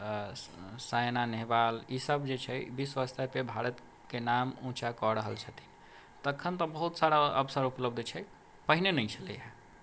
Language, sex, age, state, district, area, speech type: Maithili, male, 30-45, Bihar, Sitamarhi, rural, spontaneous